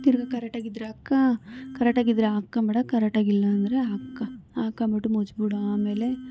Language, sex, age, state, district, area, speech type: Kannada, female, 18-30, Karnataka, Bangalore Rural, rural, spontaneous